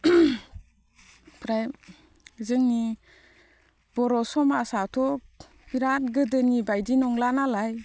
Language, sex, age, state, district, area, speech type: Bodo, female, 30-45, Assam, Baksa, rural, spontaneous